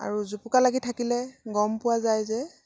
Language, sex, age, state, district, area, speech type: Assamese, female, 45-60, Assam, Dibrugarh, rural, spontaneous